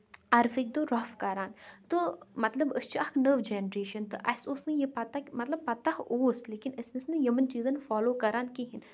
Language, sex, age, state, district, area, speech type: Kashmiri, female, 30-45, Jammu and Kashmir, Kupwara, rural, spontaneous